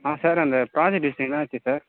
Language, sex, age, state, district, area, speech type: Tamil, male, 18-30, Tamil Nadu, Vellore, rural, conversation